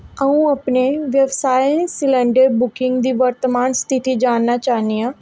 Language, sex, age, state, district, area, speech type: Dogri, female, 18-30, Jammu and Kashmir, Jammu, rural, read